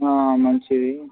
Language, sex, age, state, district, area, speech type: Telugu, male, 18-30, Telangana, Kamareddy, urban, conversation